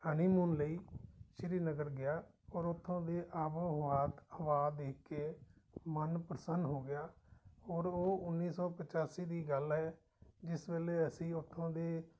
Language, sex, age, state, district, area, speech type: Punjabi, male, 60+, Punjab, Amritsar, urban, spontaneous